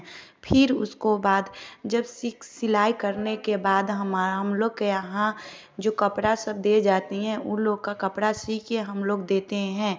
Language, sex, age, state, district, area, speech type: Hindi, female, 30-45, Bihar, Samastipur, rural, spontaneous